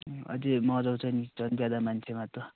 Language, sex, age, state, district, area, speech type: Nepali, male, 18-30, West Bengal, Darjeeling, rural, conversation